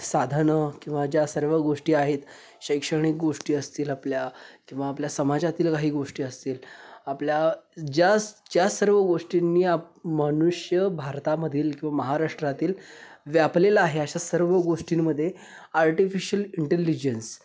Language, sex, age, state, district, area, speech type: Marathi, male, 18-30, Maharashtra, Sangli, urban, spontaneous